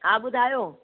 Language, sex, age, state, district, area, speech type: Sindhi, female, 60+, Delhi, South Delhi, urban, conversation